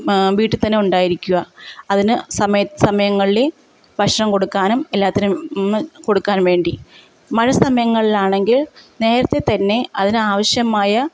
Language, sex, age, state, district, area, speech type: Malayalam, female, 30-45, Kerala, Kottayam, rural, spontaneous